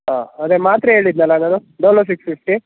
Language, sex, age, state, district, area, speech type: Kannada, male, 18-30, Karnataka, Mysore, rural, conversation